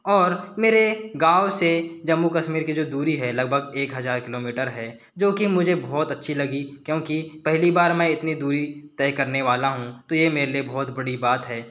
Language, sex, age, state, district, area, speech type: Hindi, male, 18-30, Madhya Pradesh, Balaghat, rural, spontaneous